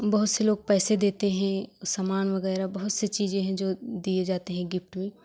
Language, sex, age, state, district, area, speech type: Hindi, female, 18-30, Uttar Pradesh, Jaunpur, urban, spontaneous